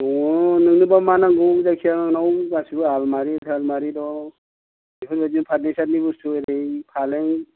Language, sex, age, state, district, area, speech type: Bodo, male, 45-60, Assam, Kokrajhar, urban, conversation